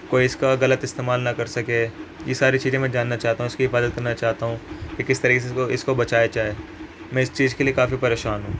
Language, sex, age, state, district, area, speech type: Urdu, male, 18-30, Uttar Pradesh, Ghaziabad, urban, spontaneous